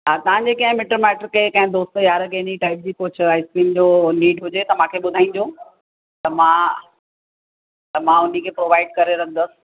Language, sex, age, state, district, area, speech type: Sindhi, female, 45-60, Uttar Pradesh, Lucknow, rural, conversation